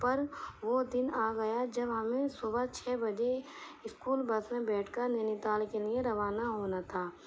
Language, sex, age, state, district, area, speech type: Urdu, female, 18-30, Delhi, East Delhi, urban, spontaneous